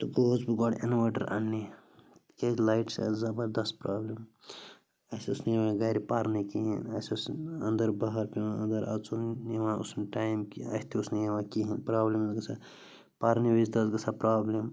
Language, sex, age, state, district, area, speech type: Kashmiri, male, 30-45, Jammu and Kashmir, Bandipora, rural, spontaneous